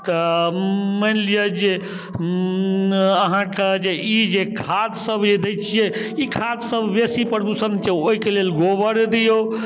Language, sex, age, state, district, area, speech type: Maithili, male, 60+, Bihar, Darbhanga, rural, spontaneous